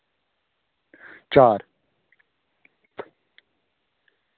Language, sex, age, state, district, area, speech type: Dogri, male, 30-45, Jammu and Kashmir, Udhampur, rural, conversation